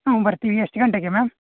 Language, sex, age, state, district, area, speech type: Kannada, male, 45-60, Karnataka, Tumkur, rural, conversation